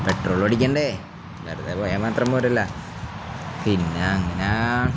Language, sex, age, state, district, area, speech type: Malayalam, male, 18-30, Kerala, Palakkad, rural, spontaneous